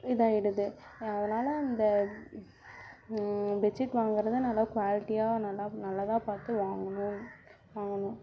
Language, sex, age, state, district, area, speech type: Tamil, female, 18-30, Tamil Nadu, Namakkal, rural, spontaneous